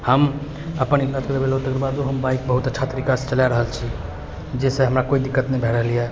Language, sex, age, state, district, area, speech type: Maithili, male, 30-45, Bihar, Purnia, rural, spontaneous